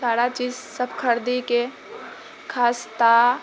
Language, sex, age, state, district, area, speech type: Maithili, female, 18-30, Bihar, Purnia, rural, spontaneous